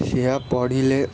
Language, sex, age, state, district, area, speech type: Odia, male, 18-30, Odisha, Cuttack, urban, spontaneous